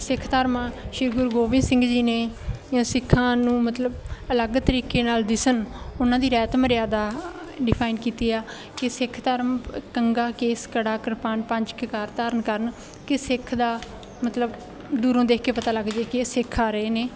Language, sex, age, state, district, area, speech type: Punjabi, female, 18-30, Punjab, Bathinda, rural, spontaneous